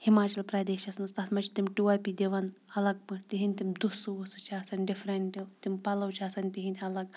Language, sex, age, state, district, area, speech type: Kashmiri, female, 30-45, Jammu and Kashmir, Shopian, urban, spontaneous